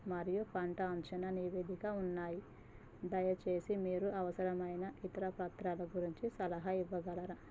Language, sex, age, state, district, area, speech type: Telugu, female, 30-45, Telangana, Jangaon, rural, read